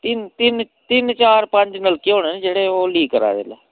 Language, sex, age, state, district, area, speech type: Dogri, male, 30-45, Jammu and Kashmir, Udhampur, rural, conversation